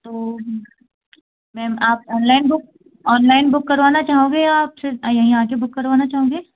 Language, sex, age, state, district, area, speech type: Hindi, female, 18-30, Madhya Pradesh, Gwalior, rural, conversation